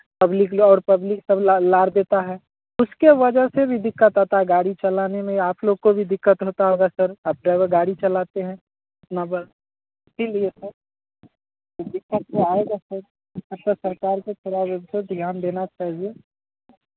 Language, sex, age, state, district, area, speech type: Hindi, male, 30-45, Bihar, Madhepura, rural, conversation